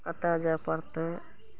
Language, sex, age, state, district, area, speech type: Maithili, female, 45-60, Bihar, Araria, rural, spontaneous